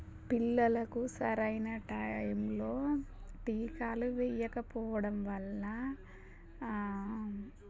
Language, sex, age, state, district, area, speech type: Telugu, female, 30-45, Telangana, Warangal, rural, spontaneous